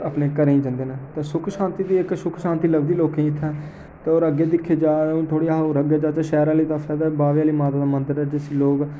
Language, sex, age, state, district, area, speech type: Dogri, male, 18-30, Jammu and Kashmir, Jammu, urban, spontaneous